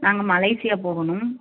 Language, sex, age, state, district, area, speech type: Tamil, female, 30-45, Tamil Nadu, Madurai, rural, conversation